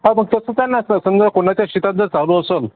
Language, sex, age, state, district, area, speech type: Marathi, male, 45-60, Maharashtra, Amravati, rural, conversation